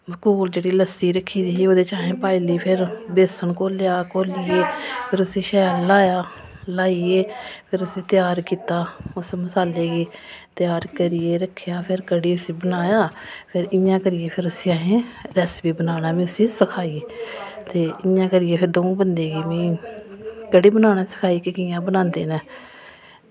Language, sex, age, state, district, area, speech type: Dogri, female, 30-45, Jammu and Kashmir, Samba, urban, spontaneous